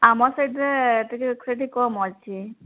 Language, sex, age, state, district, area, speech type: Odia, female, 30-45, Odisha, Sundergarh, urban, conversation